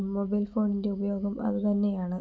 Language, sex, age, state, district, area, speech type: Malayalam, female, 18-30, Kerala, Kollam, rural, spontaneous